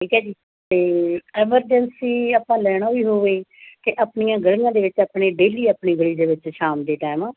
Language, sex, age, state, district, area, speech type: Punjabi, female, 45-60, Punjab, Muktsar, urban, conversation